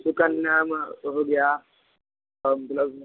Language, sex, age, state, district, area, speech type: Hindi, male, 18-30, Uttar Pradesh, Mirzapur, rural, conversation